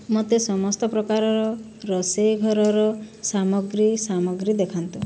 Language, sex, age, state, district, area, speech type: Odia, female, 45-60, Odisha, Boudh, rural, read